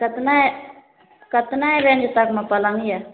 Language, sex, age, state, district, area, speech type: Maithili, female, 18-30, Bihar, Araria, rural, conversation